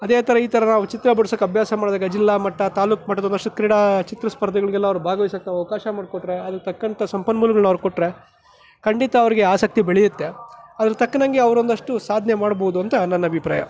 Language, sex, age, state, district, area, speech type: Kannada, male, 30-45, Karnataka, Chikkaballapur, rural, spontaneous